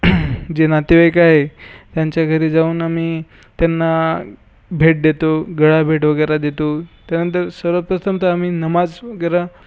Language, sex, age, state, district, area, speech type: Marathi, male, 18-30, Maharashtra, Washim, urban, spontaneous